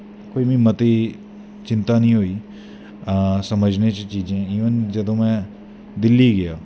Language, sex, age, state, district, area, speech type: Dogri, male, 30-45, Jammu and Kashmir, Udhampur, rural, spontaneous